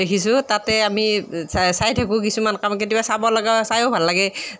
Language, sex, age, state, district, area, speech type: Assamese, female, 30-45, Assam, Nalbari, rural, spontaneous